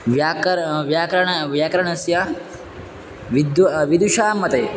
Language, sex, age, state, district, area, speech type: Sanskrit, male, 18-30, Assam, Dhemaji, rural, spontaneous